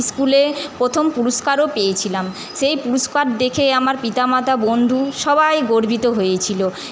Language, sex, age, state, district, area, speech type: Bengali, female, 30-45, West Bengal, Paschim Bardhaman, urban, spontaneous